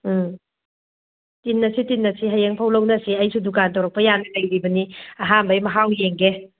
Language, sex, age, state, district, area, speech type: Manipuri, female, 30-45, Manipur, Tengnoupal, rural, conversation